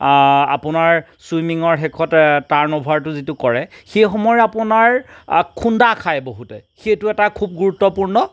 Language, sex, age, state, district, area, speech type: Assamese, male, 45-60, Assam, Golaghat, urban, spontaneous